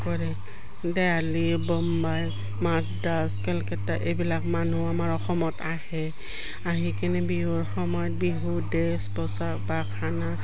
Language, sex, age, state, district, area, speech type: Assamese, female, 60+, Assam, Udalguri, rural, spontaneous